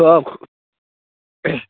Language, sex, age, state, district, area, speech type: Assamese, male, 18-30, Assam, Lakhimpur, urban, conversation